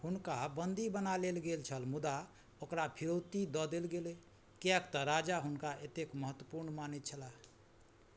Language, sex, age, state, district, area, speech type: Maithili, male, 45-60, Bihar, Madhubani, rural, read